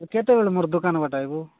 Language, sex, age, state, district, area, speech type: Odia, male, 45-60, Odisha, Nabarangpur, rural, conversation